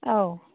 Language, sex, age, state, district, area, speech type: Bodo, female, 30-45, Assam, Udalguri, urban, conversation